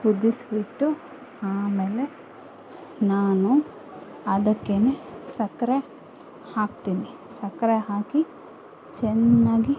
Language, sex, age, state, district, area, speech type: Kannada, female, 30-45, Karnataka, Kolar, urban, spontaneous